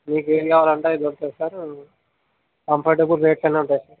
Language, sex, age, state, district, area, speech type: Telugu, male, 18-30, Telangana, Sangareddy, urban, conversation